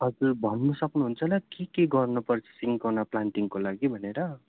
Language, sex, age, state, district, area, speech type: Nepali, male, 18-30, West Bengal, Darjeeling, rural, conversation